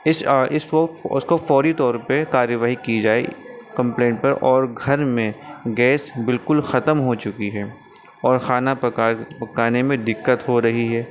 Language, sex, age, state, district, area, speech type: Urdu, male, 30-45, Delhi, North East Delhi, urban, spontaneous